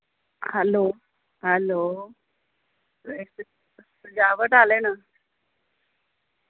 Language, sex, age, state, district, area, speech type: Dogri, female, 30-45, Jammu and Kashmir, Reasi, rural, conversation